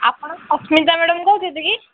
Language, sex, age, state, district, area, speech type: Odia, female, 18-30, Odisha, Ganjam, urban, conversation